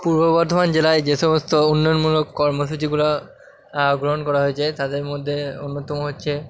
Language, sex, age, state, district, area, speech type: Bengali, male, 45-60, West Bengal, Purba Bardhaman, rural, spontaneous